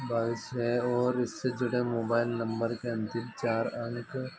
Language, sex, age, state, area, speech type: Hindi, male, 30-45, Madhya Pradesh, rural, read